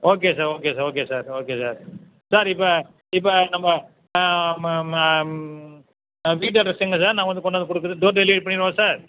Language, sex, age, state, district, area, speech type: Tamil, male, 60+, Tamil Nadu, Cuddalore, urban, conversation